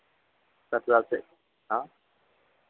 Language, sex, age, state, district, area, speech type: Hindi, male, 30-45, Madhya Pradesh, Harda, urban, conversation